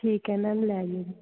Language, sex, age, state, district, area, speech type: Punjabi, female, 18-30, Punjab, Fatehgarh Sahib, rural, conversation